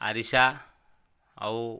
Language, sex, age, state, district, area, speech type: Odia, male, 30-45, Odisha, Nayagarh, rural, spontaneous